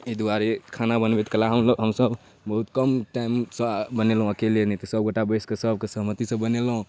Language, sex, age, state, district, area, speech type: Maithili, male, 18-30, Bihar, Darbhanga, urban, spontaneous